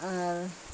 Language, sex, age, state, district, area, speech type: Bengali, female, 45-60, West Bengal, Birbhum, urban, spontaneous